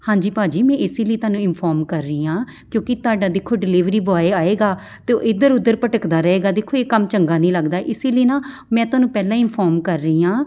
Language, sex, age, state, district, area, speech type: Punjabi, female, 30-45, Punjab, Amritsar, urban, spontaneous